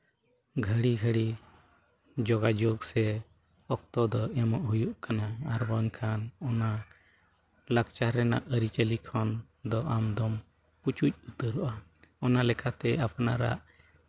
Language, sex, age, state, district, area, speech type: Santali, male, 45-60, Jharkhand, East Singhbhum, rural, spontaneous